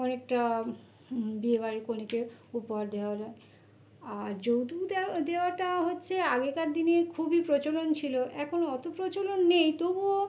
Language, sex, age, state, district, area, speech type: Bengali, female, 45-60, West Bengal, North 24 Parganas, urban, spontaneous